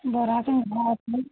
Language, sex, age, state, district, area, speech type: Odia, female, 45-60, Odisha, Sundergarh, rural, conversation